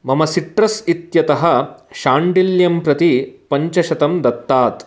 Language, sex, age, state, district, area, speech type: Sanskrit, male, 30-45, Karnataka, Mysore, urban, read